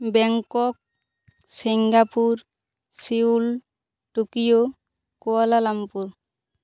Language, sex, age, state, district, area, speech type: Santali, female, 18-30, West Bengal, Purba Bardhaman, rural, spontaneous